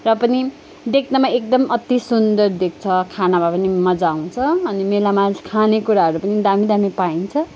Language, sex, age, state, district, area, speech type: Nepali, female, 30-45, West Bengal, Kalimpong, rural, spontaneous